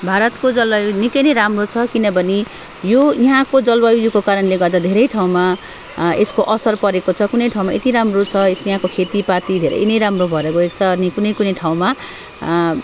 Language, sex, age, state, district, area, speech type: Nepali, female, 45-60, West Bengal, Darjeeling, rural, spontaneous